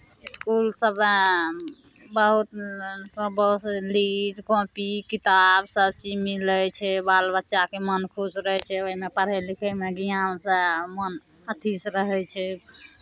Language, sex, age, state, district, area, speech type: Maithili, female, 45-60, Bihar, Madhepura, urban, spontaneous